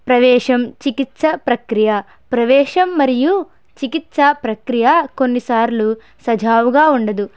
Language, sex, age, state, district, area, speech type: Telugu, female, 18-30, Andhra Pradesh, Konaseema, rural, spontaneous